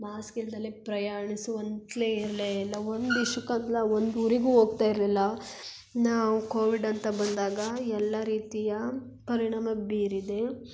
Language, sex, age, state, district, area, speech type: Kannada, female, 18-30, Karnataka, Hassan, urban, spontaneous